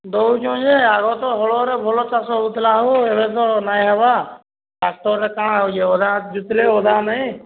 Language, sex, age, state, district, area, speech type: Odia, male, 18-30, Odisha, Boudh, rural, conversation